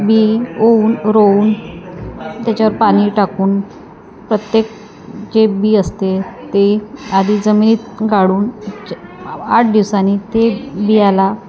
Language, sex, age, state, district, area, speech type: Marathi, female, 30-45, Maharashtra, Wardha, rural, spontaneous